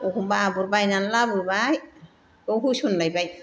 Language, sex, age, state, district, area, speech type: Bodo, female, 60+, Assam, Chirang, rural, spontaneous